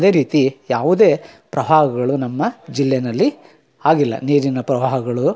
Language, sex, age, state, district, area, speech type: Kannada, male, 45-60, Karnataka, Chikkamagaluru, rural, spontaneous